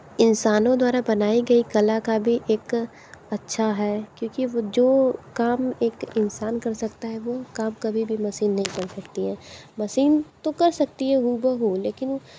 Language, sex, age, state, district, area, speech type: Hindi, female, 30-45, Uttar Pradesh, Sonbhadra, rural, spontaneous